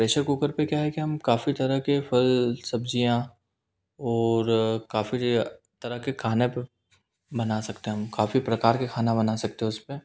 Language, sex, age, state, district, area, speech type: Hindi, male, 18-30, Madhya Pradesh, Indore, urban, spontaneous